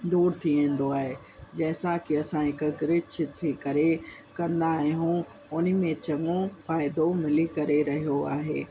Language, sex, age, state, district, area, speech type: Sindhi, female, 45-60, Uttar Pradesh, Lucknow, rural, spontaneous